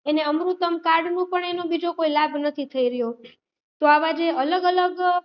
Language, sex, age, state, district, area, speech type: Gujarati, female, 30-45, Gujarat, Rajkot, urban, spontaneous